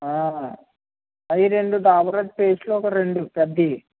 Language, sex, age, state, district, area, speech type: Telugu, male, 60+, Andhra Pradesh, East Godavari, rural, conversation